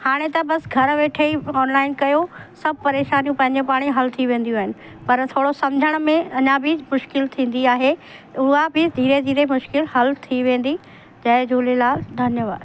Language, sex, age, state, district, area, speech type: Sindhi, female, 45-60, Uttar Pradesh, Lucknow, urban, spontaneous